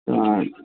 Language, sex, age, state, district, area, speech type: Dogri, male, 30-45, Jammu and Kashmir, Reasi, urban, conversation